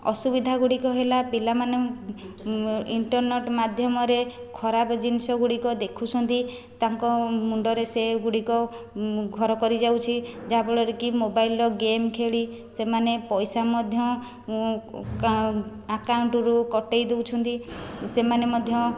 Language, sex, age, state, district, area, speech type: Odia, female, 45-60, Odisha, Khordha, rural, spontaneous